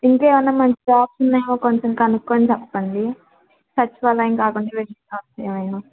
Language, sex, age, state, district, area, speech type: Telugu, female, 18-30, Andhra Pradesh, Srikakulam, urban, conversation